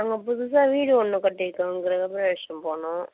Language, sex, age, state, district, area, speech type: Tamil, female, 60+, Tamil Nadu, Vellore, rural, conversation